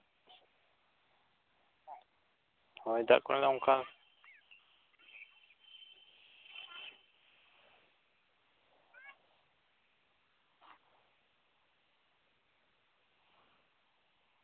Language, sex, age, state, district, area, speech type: Santali, male, 18-30, West Bengal, Jhargram, rural, conversation